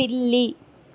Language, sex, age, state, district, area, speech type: Telugu, female, 18-30, Telangana, Suryapet, urban, read